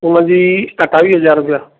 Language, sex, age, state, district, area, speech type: Sindhi, male, 45-60, Maharashtra, Thane, urban, conversation